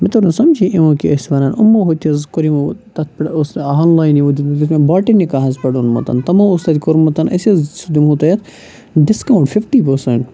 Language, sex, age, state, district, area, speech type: Kashmiri, male, 18-30, Jammu and Kashmir, Kupwara, rural, spontaneous